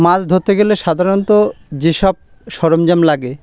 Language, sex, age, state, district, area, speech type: Bengali, male, 30-45, West Bengal, Birbhum, urban, spontaneous